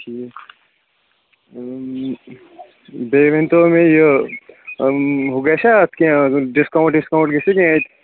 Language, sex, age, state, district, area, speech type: Kashmiri, male, 30-45, Jammu and Kashmir, Kulgam, rural, conversation